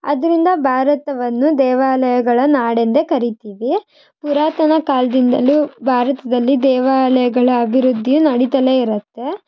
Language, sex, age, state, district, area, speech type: Kannada, female, 18-30, Karnataka, Shimoga, rural, spontaneous